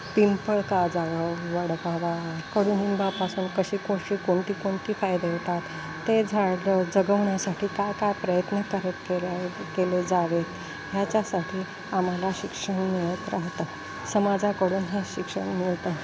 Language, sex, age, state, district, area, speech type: Marathi, female, 45-60, Maharashtra, Nanded, urban, spontaneous